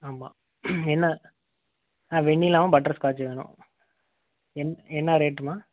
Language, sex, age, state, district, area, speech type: Tamil, male, 18-30, Tamil Nadu, Nagapattinam, rural, conversation